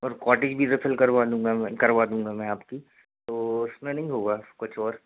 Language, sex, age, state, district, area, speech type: Hindi, male, 18-30, Madhya Pradesh, Narsinghpur, rural, conversation